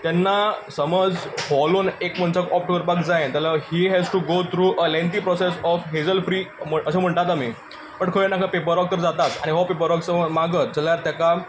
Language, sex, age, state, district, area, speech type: Goan Konkani, male, 18-30, Goa, Quepem, rural, spontaneous